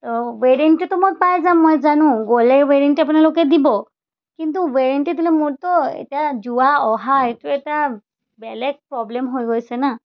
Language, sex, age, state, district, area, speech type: Assamese, female, 30-45, Assam, Charaideo, urban, spontaneous